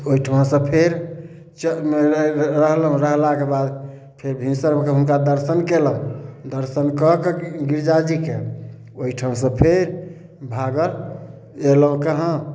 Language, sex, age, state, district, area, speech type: Maithili, male, 60+, Bihar, Samastipur, urban, spontaneous